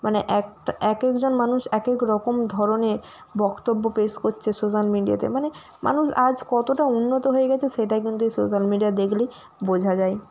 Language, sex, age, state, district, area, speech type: Bengali, female, 30-45, West Bengal, Nadia, urban, spontaneous